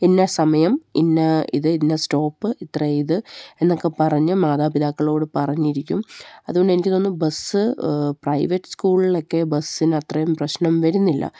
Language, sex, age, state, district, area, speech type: Malayalam, female, 30-45, Kerala, Palakkad, rural, spontaneous